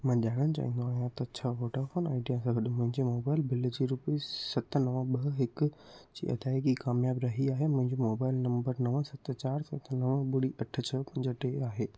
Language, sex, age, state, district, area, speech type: Sindhi, male, 18-30, Gujarat, Kutch, rural, read